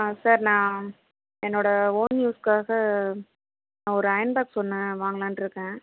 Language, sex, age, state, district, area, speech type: Tamil, female, 30-45, Tamil Nadu, Tiruvarur, rural, conversation